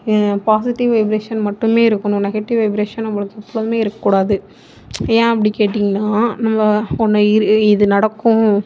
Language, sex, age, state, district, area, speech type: Tamil, female, 18-30, Tamil Nadu, Mayiladuthurai, urban, spontaneous